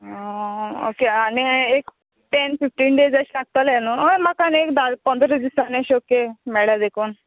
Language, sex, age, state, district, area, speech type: Goan Konkani, female, 30-45, Goa, Quepem, rural, conversation